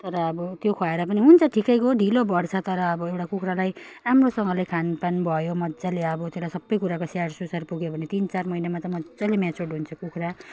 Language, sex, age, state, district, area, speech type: Nepali, female, 30-45, West Bengal, Jalpaiguri, rural, spontaneous